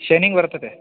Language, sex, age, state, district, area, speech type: Sanskrit, male, 18-30, Karnataka, Bagalkot, urban, conversation